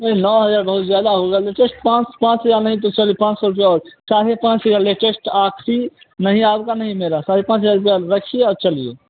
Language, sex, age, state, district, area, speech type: Hindi, male, 18-30, Bihar, Darbhanga, rural, conversation